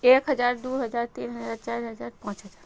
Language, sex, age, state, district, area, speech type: Maithili, female, 30-45, Bihar, Araria, rural, spontaneous